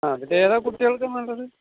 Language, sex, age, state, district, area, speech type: Malayalam, male, 30-45, Kerala, Palakkad, rural, conversation